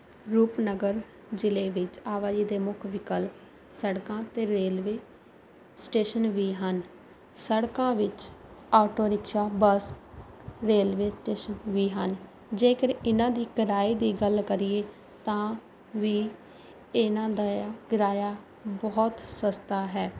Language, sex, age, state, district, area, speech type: Punjabi, female, 30-45, Punjab, Rupnagar, rural, spontaneous